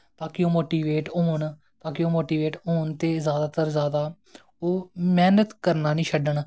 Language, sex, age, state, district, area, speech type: Dogri, male, 18-30, Jammu and Kashmir, Jammu, rural, spontaneous